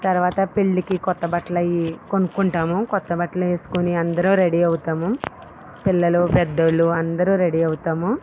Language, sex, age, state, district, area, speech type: Telugu, female, 45-60, Andhra Pradesh, East Godavari, rural, spontaneous